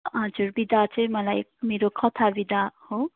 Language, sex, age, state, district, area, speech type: Nepali, female, 45-60, West Bengal, Darjeeling, rural, conversation